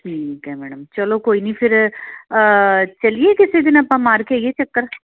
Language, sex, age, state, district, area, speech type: Punjabi, female, 45-60, Punjab, Jalandhar, urban, conversation